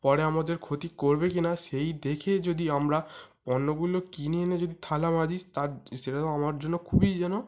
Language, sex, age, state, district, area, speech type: Bengali, male, 18-30, West Bengal, North 24 Parganas, urban, spontaneous